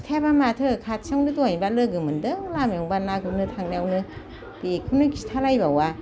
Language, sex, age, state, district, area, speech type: Bodo, female, 60+, Assam, Kokrajhar, urban, spontaneous